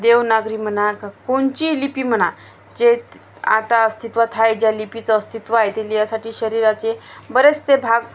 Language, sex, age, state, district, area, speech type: Marathi, female, 30-45, Maharashtra, Washim, urban, spontaneous